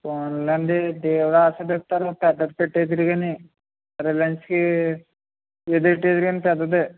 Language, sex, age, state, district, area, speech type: Telugu, male, 60+, Andhra Pradesh, East Godavari, rural, conversation